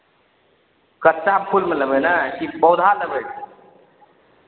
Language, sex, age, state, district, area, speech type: Maithili, male, 18-30, Bihar, Araria, rural, conversation